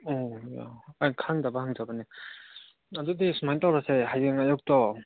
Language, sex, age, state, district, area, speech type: Manipuri, male, 30-45, Manipur, Churachandpur, rural, conversation